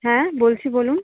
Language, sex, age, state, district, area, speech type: Bengali, female, 30-45, West Bengal, Kolkata, urban, conversation